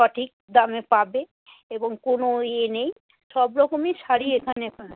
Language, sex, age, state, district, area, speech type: Bengali, female, 60+, West Bengal, South 24 Parganas, rural, conversation